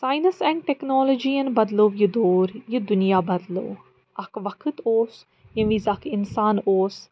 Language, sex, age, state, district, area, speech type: Kashmiri, female, 45-60, Jammu and Kashmir, Srinagar, urban, spontaneous